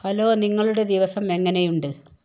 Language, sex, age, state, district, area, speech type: Malayalam, female, 60+, Kerala, Kozhikode, urban, read